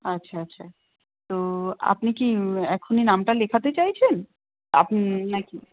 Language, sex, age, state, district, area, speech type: Bengali, female, 30-45, West Bengal, Darjeeling, urban, conversation